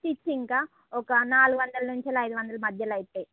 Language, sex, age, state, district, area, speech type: Telugu, female, 30-45, Andhra Pradesh, Srikakulam, urban, conversation